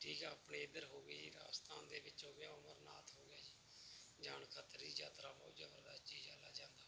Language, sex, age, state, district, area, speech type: Punjabi, male, 30-45, Punjab, Bathinda, urban, spontaneous